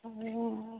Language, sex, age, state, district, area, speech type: Odia, female, 30-45, Odisha, Sambalpur, rural, conversation